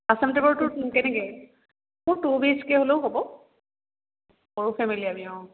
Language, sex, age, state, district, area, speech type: Assamese, female, 30-45, Assam, Kamrup Metropolitan, urban, conversation